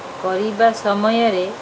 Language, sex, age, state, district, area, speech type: Odia, female, 45-60, Odisha, Sundergarh, urban, spontaneous